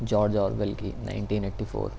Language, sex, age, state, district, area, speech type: Urdu, male, 18-30, Uttar Pradesh, Shahjahanpur, urban, spontaneous